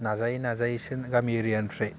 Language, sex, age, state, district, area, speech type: Bodo, male, 18-30, Assam, Baksa, rural, spontaneous